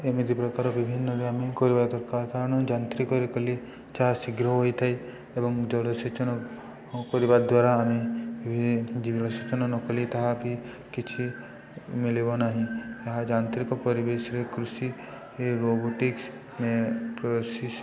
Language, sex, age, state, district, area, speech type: Odia, male, 18-30, Odisha, Subarnapur, urban, spontaneous